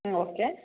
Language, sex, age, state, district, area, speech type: Kannada, female, 30-45, Karnataka, Hassan, urban, conversation